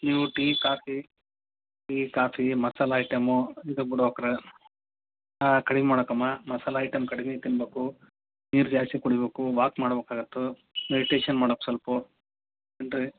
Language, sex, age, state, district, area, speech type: Kannada, male, 45-60, Karnataka, Koppal, urban, conversation